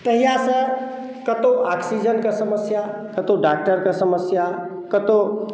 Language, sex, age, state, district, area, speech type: Maithili, male, 60+, Bihar, Madhubani, urban, spontaneous